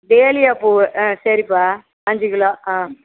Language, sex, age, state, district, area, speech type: Tamil, female, 60+, Tamil Nadu, Madurai, rural, conversation